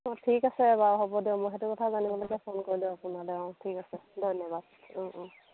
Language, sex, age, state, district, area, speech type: Assamese, female, 30-45, Assam, Sivasagar, rural, conversation